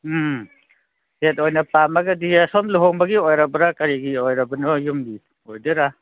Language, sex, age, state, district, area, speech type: Manipuri, male, 45-60, Manipur, Kangpokpi, urban, conversation